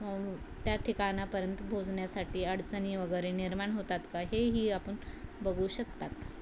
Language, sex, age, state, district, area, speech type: Marathi, female, 18-30, Maharashtra, Osmanabad, rural, spontaneous